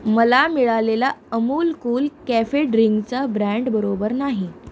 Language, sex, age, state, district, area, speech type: Marathi, female, 18-30, Maharashtra, Mumbai Suburban, urban, read